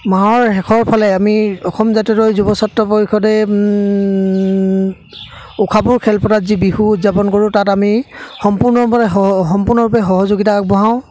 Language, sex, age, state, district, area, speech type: Assamese, male, 30-45, Assam, Charaideo, rural, spontaneous